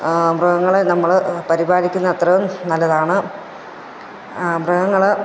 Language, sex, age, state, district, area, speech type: Malayalam, female, 30-45, Kerala, Pathanamthitta, rural, spontaneous